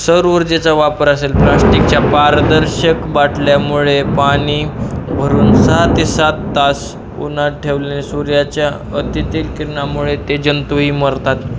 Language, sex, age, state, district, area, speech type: Marathi, male, 18-30, Maharashtra, Osmanabad, rural, spontaneous